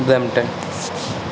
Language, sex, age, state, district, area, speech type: Punjabi, male, 30-45, Punjab, Mansa, urban, spontaneous